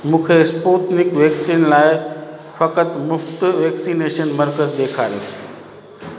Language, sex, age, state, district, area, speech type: Sindhi, male, 45-60, Gujarat, Junagadh, urban, read